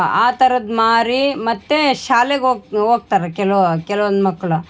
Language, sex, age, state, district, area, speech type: Kannada, female, 45-60, Karnataka, Vijayanagara, rural, spontaneous